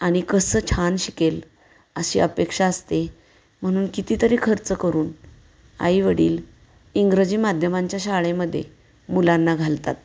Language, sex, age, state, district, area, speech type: Marathi, female, 45-60, Maharashtra, Satara, rural, spontaneous